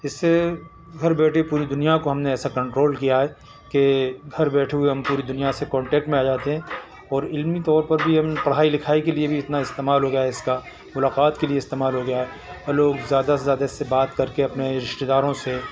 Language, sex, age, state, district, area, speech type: Urdu, male, 60+, Telangana, Hyderabad, urban, spontaneous